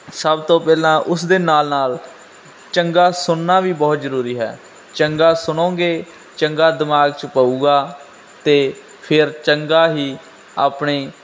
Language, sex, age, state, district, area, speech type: Punjabi, male, 18-30, Punjab, Firozpur, urban, spontaneous